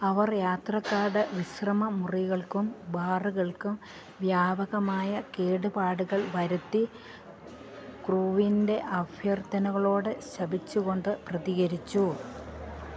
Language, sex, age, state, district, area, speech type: Malayalam, female, 45-60, Kerala, Idukki, rural, read